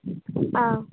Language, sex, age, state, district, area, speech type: Tamil, female, 18-30, Tamil Nadu, Tiruvarur, urban, conversation